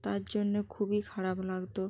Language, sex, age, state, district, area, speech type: Bengali, female, 30-45, West Bengal, Jalpaiguri, rural, spontaneous